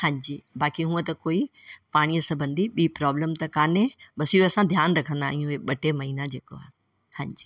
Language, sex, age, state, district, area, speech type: Sindhi, female, 60+, Delhi, South Delhi, urban, spontaneous